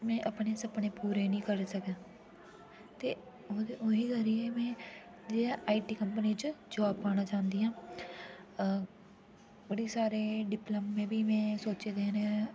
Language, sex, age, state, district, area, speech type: Dogri, female, 18-30, Jammu and Kashmir, Udhampur, urban, spontaneous